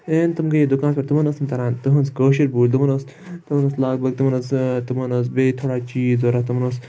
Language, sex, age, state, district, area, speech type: Kashmiri, male, 30-45, Jammu and Kashmir, Srinagar, urban, spontaneous